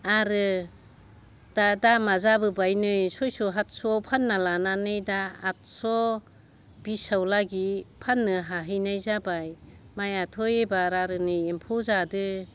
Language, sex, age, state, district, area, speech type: Bodo, female, 60+, Assam, Baksa, rural, spontaneous